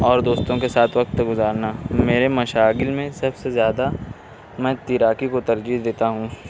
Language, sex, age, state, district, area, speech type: Urdu, male, 45-60, Maharashtra, Nashik, urban, spontaneous